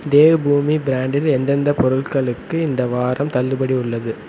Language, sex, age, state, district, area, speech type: Tamil, male, 18-30, Tamil Nadu, Sivaganga, rural, read